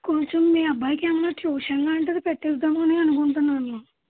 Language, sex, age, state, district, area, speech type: Telugu, female, 60+, Andhra Pradesh, East Godavari, urban, conversation